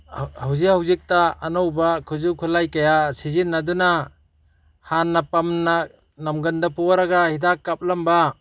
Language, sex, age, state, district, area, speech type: Manipuri, male, 60+, Manipur, Bishnupur, rural, spontaneous